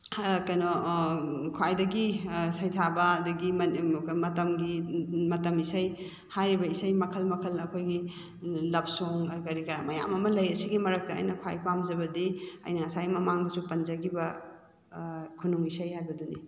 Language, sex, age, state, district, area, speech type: Manipuri, female, 45-60, Manipur, Kakching, rural, spontaneous